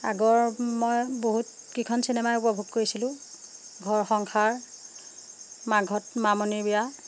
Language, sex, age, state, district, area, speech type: Assamese, female, 45-60, Assam, Jorhat, urban, spontaneous